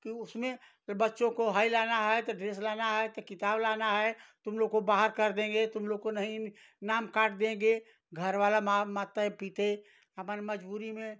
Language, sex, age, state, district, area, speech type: Hindi, female, 60+, Uttar Pradesh, Ghazipur, rural, spontaneous